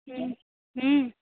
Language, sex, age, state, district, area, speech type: Maithili, female, 18-30, Bihar, Madhubani, rural, conversation